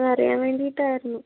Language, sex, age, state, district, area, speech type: Malayalam, female, 18-30, Kerala, Kannur, urban, conversation